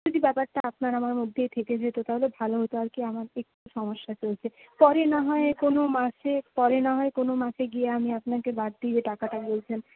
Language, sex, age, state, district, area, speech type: Bengali, female, 18-30, West Bengal, Purulia, urban, conversation